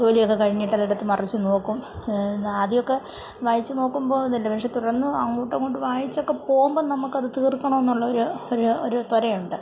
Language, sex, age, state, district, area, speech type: Malayalam, female, 45-60, Kerala, Kollam, rural, spontaneous